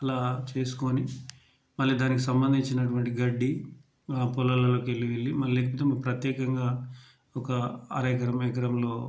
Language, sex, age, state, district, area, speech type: Telugu, male, 30-45, Telangana, Mancherial, rural, spontaneous